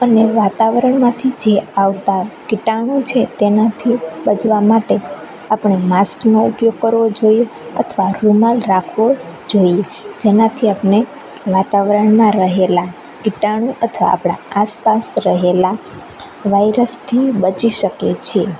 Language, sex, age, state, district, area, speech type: Gujarati, female, 18-30, Gujarat, Rajkot, rural, spontaneous